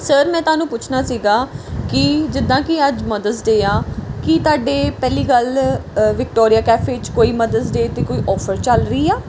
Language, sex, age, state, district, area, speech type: Punjabi, female, 18-30, Punjab, Pathankot, rural, spontaneous